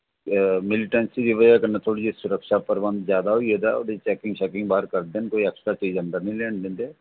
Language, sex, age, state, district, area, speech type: Dogri, male, 45-60, Jammu and Kashmir, Jammu, urban, conversation